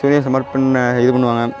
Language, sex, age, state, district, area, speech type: Tamil, male, 18-30, Tamil Nadu, Thoothukudi, rural, spontaneous